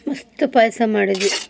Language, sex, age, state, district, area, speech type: Kannada, female, 45-60, Karnataka, Koppal, rural, spontaneous